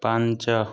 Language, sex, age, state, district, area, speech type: Odia, male, 18-30, Odisha, Nuapada, urban, read